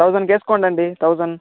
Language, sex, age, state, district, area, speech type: Telugu, male, 60+, Andhra Pradesh, Chittoor, rural, conversation